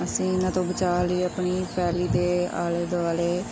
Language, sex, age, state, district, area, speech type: Punjabi, female, 18-30, Punjab, Pathankot, rural, spontaneous